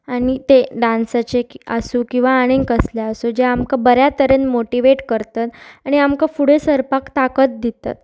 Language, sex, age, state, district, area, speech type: Goan Konkani, female, 18-30, Goa, Pernem, rural, spontaneous